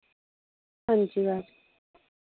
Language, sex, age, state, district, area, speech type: Dogri, female, 30-45, Jammu and Kashmir, Reasi, urban, conversation